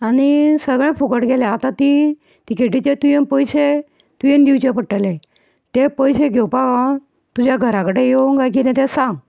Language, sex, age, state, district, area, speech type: Goan Konkani, female, 60+, Goa, Ponda, rural, spontaneous